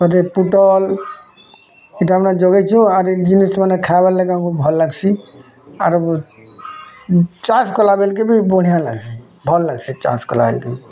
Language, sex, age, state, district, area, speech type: Odia, male, 60+, Odisha, Bargarh, urban, spontaneous